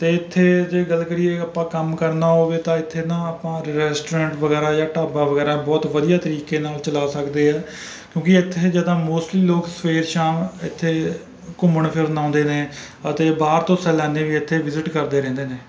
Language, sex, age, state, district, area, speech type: Punjabi, male, 30-45, Punjab, Rupnagar, rural, spontaneous